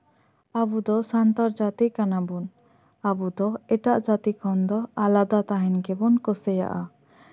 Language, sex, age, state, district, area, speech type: Santali, female, 18-30, West Bengal, Purba Bardhaman, rural, spontaneous